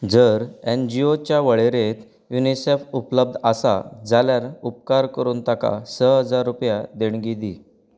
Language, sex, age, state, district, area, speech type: Goan Konkani, male, 30-45, Goa, Canacona, rural, read